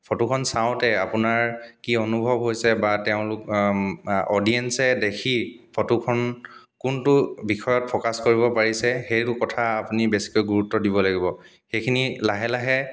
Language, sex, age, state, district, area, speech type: Assamese, male, 30-45, Assam, Dibrugarh, rural, spontaneous